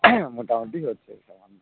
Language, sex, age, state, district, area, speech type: Bengali, male, 45-60, West Bengal, Alipurduar, rural, conversation